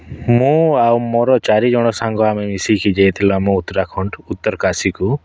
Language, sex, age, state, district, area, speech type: Odia, male, 30-45, Odisha, Kalahandi, rural, spontaneous